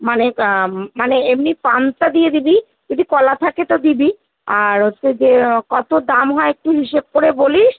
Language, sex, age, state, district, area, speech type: Bengali, female, 45-60, West Bengal, Kolkata, urban, conversation